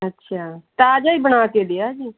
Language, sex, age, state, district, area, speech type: Punjabi, female, 45-60, Punjab, Fazilka, rural, conversation